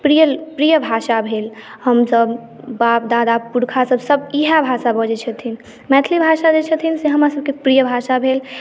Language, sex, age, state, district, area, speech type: Maithili, female, 18-30, Bihar, Madhubani, rural, spontaneous